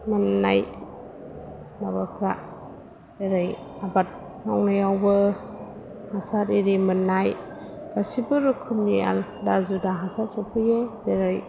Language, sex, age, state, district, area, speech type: Bodo, female, 30-45, Assam, Chirang, urban, spontaneous